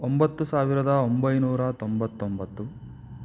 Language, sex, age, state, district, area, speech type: Kannada, male, 30-45, Karnataka, Chikkaballapur, urban, spontaneous